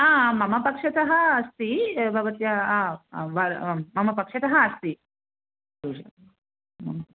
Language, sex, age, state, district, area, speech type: Sanskrit, female, 30-45, Telangana, Ranga Reddy, urban, conversation